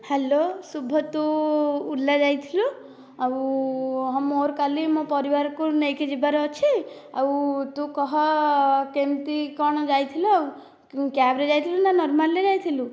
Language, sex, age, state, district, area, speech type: Odia, female, 18-30, Odisha, Dhenkanal, rural, spontaneous